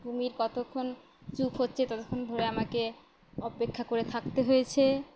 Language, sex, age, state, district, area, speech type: Bengali, female, 18-30, West Bengal, Uttar Dinajpur, urban, spontaneous